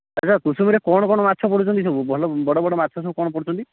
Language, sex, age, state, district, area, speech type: Odia, male, 30-45, Odisha, Nayagarh, rural, conversation